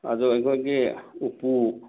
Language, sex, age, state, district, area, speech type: Manipuri, male, 60+, Manipur, Churachandpur, urban, conversation